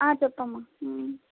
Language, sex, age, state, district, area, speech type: Telugu, female, 18-30, Andhra Pradesh, Palnadu, urban, conversation